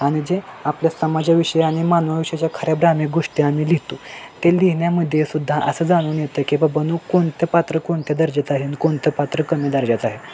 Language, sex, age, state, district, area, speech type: Marathi, male, 18-30, Maharashtra, Sangli, urban, spontaneous